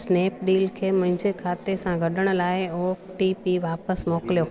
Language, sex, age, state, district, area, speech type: Sindhi, female, 30-45, Gujarat, Junagadh, rural, read